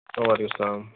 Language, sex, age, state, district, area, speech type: Kashmiri, male, 30-45, Jammu and Kashmir, Pulwama, urban, conversation